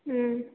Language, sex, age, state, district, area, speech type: Tamil, female, 30-45, Tamil Nadu, Salem, rural, conversation